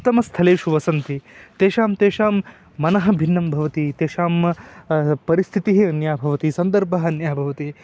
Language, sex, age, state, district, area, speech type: Sanskrit, male, 18-30, Karnataka, Uttara Kannada, rural, spontaneous